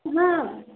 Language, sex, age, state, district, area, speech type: Odia, female, 45-60, Odisha, Sambalpur, rural, conversation